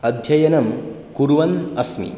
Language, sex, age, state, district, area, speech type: Sanskrit, male, 18-30, Karnataka, Uttara Kannada, urban, spontaneous